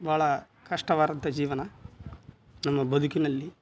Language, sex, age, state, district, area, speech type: Kannada, male, 30-45, Karnataka, Koppal, rural, spontaneous